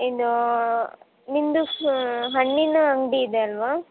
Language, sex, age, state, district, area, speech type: Kannada, female, 18-30, Karnataka, Gadag, rural, conversation